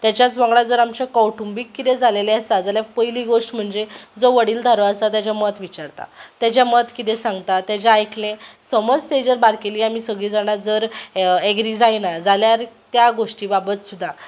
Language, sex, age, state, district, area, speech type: Goan Konkani, female, 18-30, Goa, Ponda, rural, spontaneous